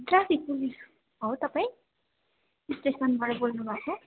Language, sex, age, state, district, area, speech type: Nepali, female, 18-30, West Bengal, Darjeeling, rural, conversation